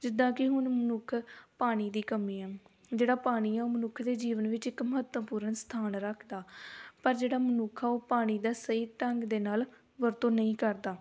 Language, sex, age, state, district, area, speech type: Punjabi, female, 18-30, Punjab, Gurdaspur, rural, spontaneous